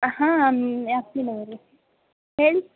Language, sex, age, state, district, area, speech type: Kannada, female, 18-30, Karnataka, Gadag, rural, conversation